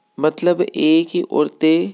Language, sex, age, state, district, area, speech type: Punjabi, male, 30-45, Punjab, Tarn Taran, urban, spontaneous